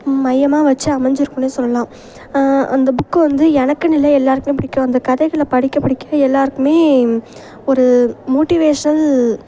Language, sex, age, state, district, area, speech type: Tamil, female, 18-30, Tamil Nadu, Thanjavur, urban, spontaneous